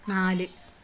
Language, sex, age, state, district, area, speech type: Malayalam, female, 30-45, Kerala, Kasaragod, rural, read